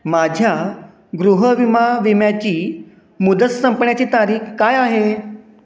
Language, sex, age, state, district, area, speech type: Marathi, male, 30-45, Maharashtra, Satara, urban, read